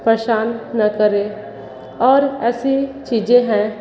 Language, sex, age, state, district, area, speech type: Hindi, female, 30-45, Uttar Pradesh, Sonbhadra, rural, spontaneous